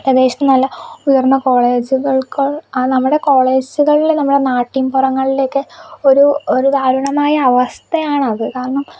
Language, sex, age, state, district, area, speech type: Malayalam, female, 18-30, Kerala, Kozhikode, urban, spontaneous